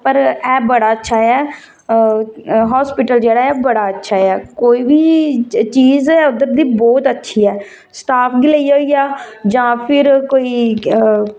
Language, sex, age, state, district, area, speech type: Dogri, female, 30-45, Jammu and Kashmir, Samba, rural, spontaneous